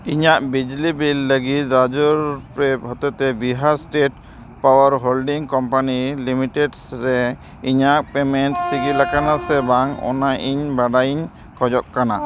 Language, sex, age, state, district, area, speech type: Santali, male, 30-45, West Bengal, Dakshin Dinajpur, rural, read